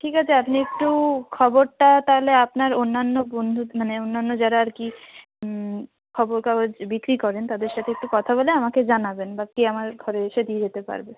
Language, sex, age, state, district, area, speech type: Bengali, female, 30-45, West Bengal, North 24 Parganas, rural, conversation